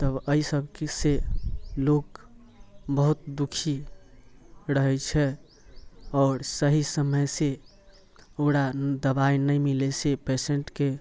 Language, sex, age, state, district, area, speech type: Maithili, male, 30-45, Bihar, Muzaffarpur, urban, spontaneous